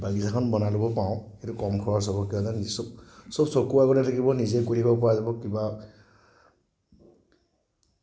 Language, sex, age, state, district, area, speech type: Assamese, male, 30-45, Assam, Nagaon, rural, spontaneous